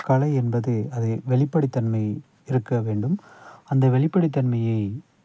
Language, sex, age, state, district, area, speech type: Tamil, male, 30-45, Tamil Nadu, Thanjavur, rural, spontaneous